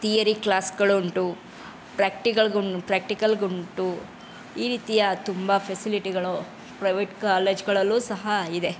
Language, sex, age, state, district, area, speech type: Kannada, female, 30-45, Karnataka, Chamarajanagar, rural, spontaneous